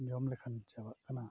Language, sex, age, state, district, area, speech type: Santali, male, 60+, Odisha, Mayurbhanj, rural, spontaneous